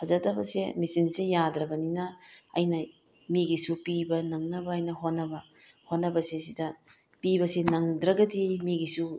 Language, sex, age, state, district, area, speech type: Manipuri, female, 45-60, Manipur, Bishnupur, rural, spontaneous